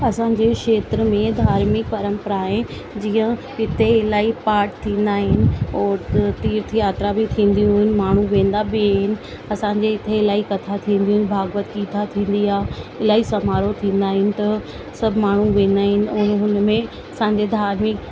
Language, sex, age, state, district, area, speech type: Sindhi, female, 30-45, Delhi, South Delhi, urban, spontaneous